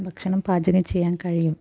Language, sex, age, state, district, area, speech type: Malayalam, female, 18-30, Kerala, Kasaragod, rural, spontaneous